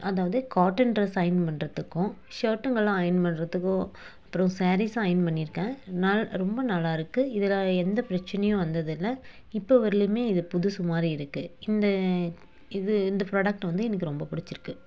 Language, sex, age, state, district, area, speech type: Tamil, female, 30-45, Tamil Nadu, Dharmapuri, rural, spontaneous